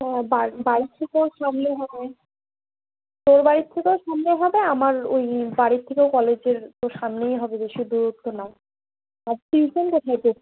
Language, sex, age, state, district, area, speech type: Bengali, female, 18-30, West Bengal, Alipurduar, rural, conversation